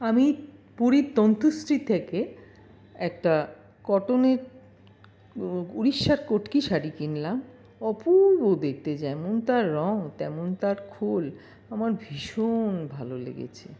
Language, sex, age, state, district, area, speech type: Bengali, female, 45-60, West Bengal, Paschim Bardhaman, urban, spontaneous